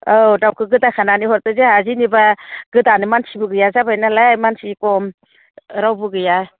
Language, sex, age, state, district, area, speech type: Bodo, female, 45-60, Assam, Udalguri, rural, conversation